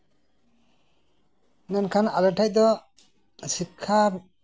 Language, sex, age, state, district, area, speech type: Santali, male, 60+, West Bengal, Birbhum, rural, spontaneous